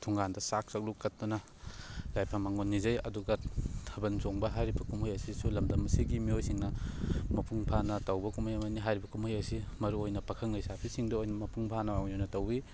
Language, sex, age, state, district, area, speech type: Manipuri, male, 30-45, Manipur, Thoubal, rural, spontaneous